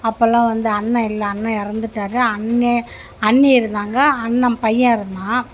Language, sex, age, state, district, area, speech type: Tamil, female, 60+, Tamil Nadu, Mayiladuthurai, rural, spontaneous